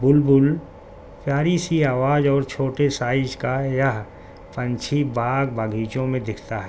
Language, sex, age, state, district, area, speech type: Urdu, male, 60+, Delhi, South Delhi, urban, spontaneous